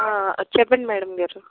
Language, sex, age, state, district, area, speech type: Telugu, female, 18-30, Andhra Pradesh, Anakapalli, urban, conversation